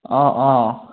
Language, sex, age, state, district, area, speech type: Assamese, male, 18-30, Assam, Majuli, urban, conversation